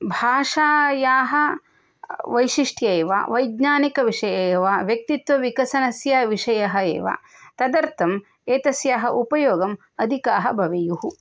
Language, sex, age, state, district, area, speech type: Sanskrit, female, 30-45, Karnataka, Shimoga, rural, spontaneous